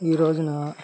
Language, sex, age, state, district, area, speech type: Telugu, male, 18-30, Andhra Pradesh, Guntur, rural, spontaneous